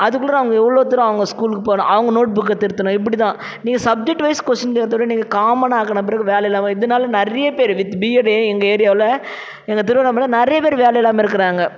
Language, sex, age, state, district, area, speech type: Tamil, female, 45-60, Tamil Nadu, Tiruvannamalai, urban, spontaneous